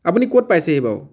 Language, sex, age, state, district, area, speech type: Assamese, male, 30-45, Assam, Dibrugarh, rural, spontaneous